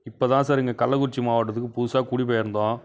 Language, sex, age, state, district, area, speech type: Tamil, male, 30-45, Tamil Nadu, Kallakurichi, rural, spontaneous